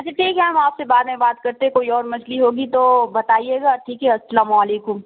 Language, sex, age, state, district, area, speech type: Urdu, female, 18-30, Bihar, Supaul, rural, conversation